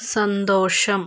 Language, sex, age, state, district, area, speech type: Malayalam, female, 45-60, Kerala, Wayanad, rural, read